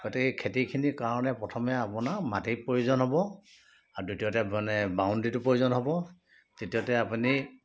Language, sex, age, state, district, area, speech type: Assamese, male, 45-60, Assam, Sivasagar, rural, spontaneous